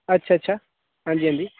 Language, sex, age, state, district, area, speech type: Dogri, male, 18-30, Jammu and Kashmir, Udhampur, rural, conversation